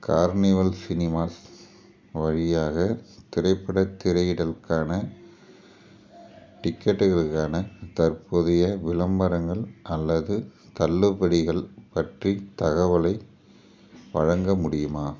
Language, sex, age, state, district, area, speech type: Tamil, male, 30-45, Tamil Nadu, Tiruchirappalli, rural, read